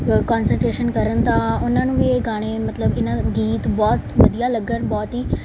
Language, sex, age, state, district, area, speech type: Punjabi, female, 18-30, Punjab, Mansa, urban, spontaneous